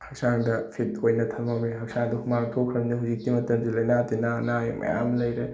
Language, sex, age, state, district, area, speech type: Manipuri, male, 18-30, Manipur, Bishnupur, rural, spontaneous